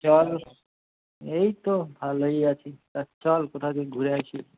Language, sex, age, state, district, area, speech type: Bengali, male, 18-30, West Bengal, Kolkata, urban, conversation